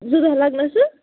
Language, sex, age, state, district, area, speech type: Kashmiri, female, 30-45, Jammu and Kashmir, Anantnag, rural, conversation